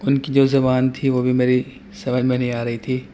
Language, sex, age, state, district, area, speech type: Urdu, male, 18-30, Delhi, Central Delhi, urban, spontaneous